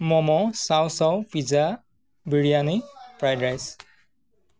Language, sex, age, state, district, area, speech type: Assamese, male, 18-30, Assam, Majuli, urban, spontaneous